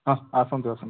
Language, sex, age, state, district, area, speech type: Odia, male, 18-30, Odisha, Kalahandi, rural, conversation